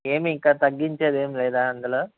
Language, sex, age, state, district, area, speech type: Telugu, male, 30-45, Andhra Pradesh, Anantapur, urban, conversation